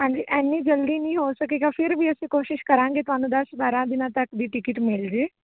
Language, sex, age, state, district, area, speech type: Punjabi, female, 18-30, Punjab, Fazilka, rural, conversation